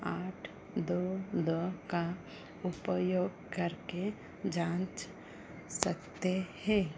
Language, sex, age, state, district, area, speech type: Hindi, female, 45-60, Madhya Pradesh, Chhindwara, rural, read